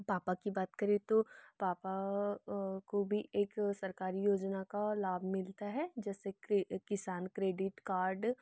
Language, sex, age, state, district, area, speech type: Hindi, female, 18-30, Madhya Pradesh, Betul, rural, spontaneous